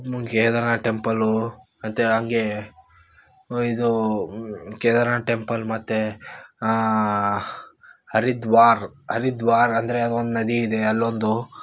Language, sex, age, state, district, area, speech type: Kannada, male, 18-30, Karnataka, Gulbarga, urban, spontaneous